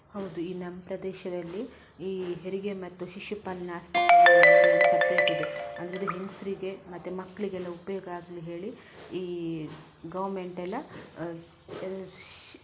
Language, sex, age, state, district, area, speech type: Kannada, female, 30-45, Karnataka, Shimoga, rural, spontaneous